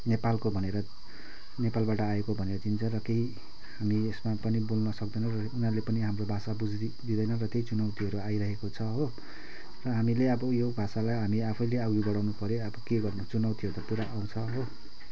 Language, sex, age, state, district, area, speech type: Nepali, male, 30-45, West Bengal, Kalimpong, rural, spontaneous